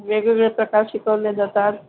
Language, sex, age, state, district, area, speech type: Marathi, female, 30-45, Maharashtra, Yavatmal, rural, conversation